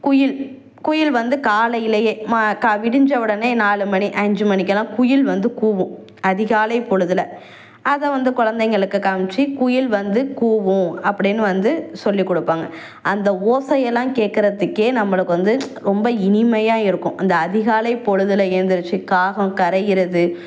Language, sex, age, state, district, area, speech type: Tamil, female, 18-30, Tamil Nadu, Tiruvallur, rural, spontaneous